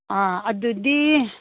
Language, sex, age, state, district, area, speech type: Manipuri, female, 60+, Manipur, Ukhrul, rural, conversation